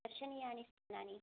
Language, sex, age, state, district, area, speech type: Sanskrit, female, 18-30, Karnataka, Chikkamagaluru, rural, conversation